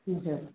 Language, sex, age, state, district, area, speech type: Nepali, female, 60+, West Bengal, Darjeeling, rural, conversation